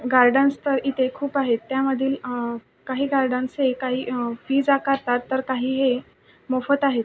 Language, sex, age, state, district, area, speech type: Marathi, male, 18-30, Maharashtra, Buldhana, urban, spontaneous